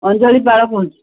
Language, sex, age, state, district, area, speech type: Odia, female, 60+, Odisha, Gajapati, rural, conversation